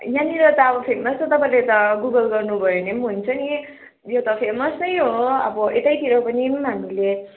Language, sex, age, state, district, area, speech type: Nepali, female, 18-30, West Bengal, Darjeeling, rural, conversation